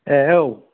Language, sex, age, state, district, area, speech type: Bodo, male, 18-30, Assam, Kokrajhar, rural, conversation